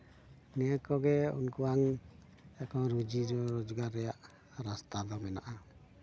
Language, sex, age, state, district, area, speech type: Santali, male, 45-60, West Bengal, Bankura, rural, spontaneous